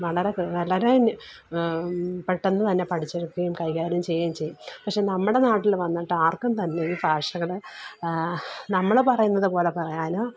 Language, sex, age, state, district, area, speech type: Malayalam, female, 45-60, Kerala, Alappuzha, rural, spontaneous